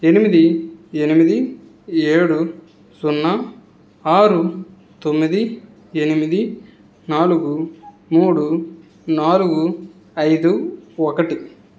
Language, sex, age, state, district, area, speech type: Telugu, male, 18-30, Andhra Pradesh, N T Rama Rao, urban, read